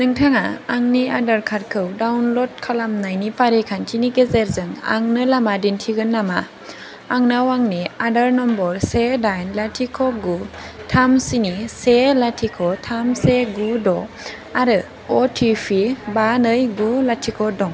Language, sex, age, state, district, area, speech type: Bodo, female, 18-30, Assam, Kokrajhar, rural, read